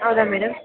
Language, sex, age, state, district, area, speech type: Kannada, female, 18-30, Karnataka, Mysore, urban, conversation